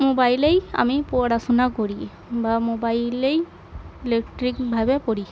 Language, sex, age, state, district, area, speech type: Bengali, female, 18-30, West Bengal, Murshidabad, rural, spontaneous